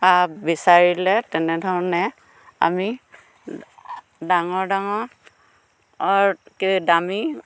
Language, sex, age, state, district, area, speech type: Assamese, female, 45-60, Assam, Dhemaji, rural, spontaneous